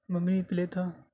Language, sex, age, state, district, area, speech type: Urdu, male, 30-45, Delhi, South Delhi, urban, spontaneous